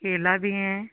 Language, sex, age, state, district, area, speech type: Hindi, female, 45-60, Uttar Pradesh, Sitapur, rural, conversation